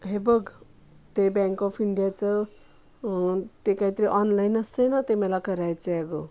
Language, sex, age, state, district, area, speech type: Marathi, female, 45-60, Maharashtra, Sangli, urban, spontaneous